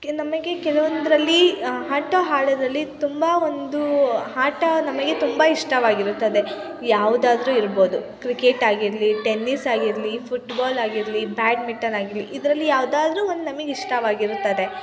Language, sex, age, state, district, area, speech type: Kannada, female, 18-30, Karnataka, Chitradurga, urban, spontaneous